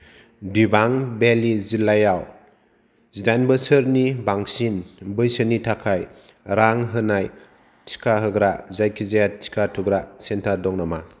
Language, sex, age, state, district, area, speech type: Bodo, male, 30-45, Assam, Kokrajhar, rural, read